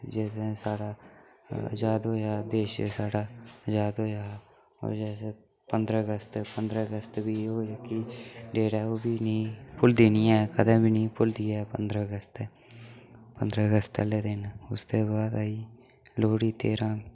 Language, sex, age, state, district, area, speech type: Dogri, male, 18-30, Jammu and Kashmir, Udhampur, rural, spontaneous